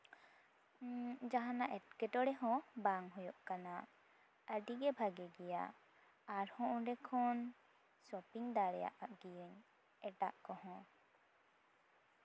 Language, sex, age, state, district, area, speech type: Santali, female, 18-30, West Bengal, Bankura, rural, spontaneous